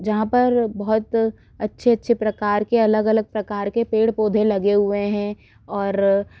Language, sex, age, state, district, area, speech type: Hindi, female, 18-30, Madhya Pradesh, Bhopal, urban, spontaneous